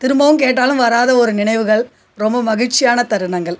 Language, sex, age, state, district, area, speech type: Tamil, female, 45-60, Tamil Nadu, Cuddalore, rural, spontaneous